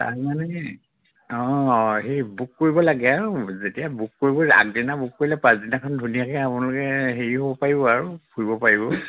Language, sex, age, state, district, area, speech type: Assamese, male, 60+, Assam, Dhemaji, rural, conversation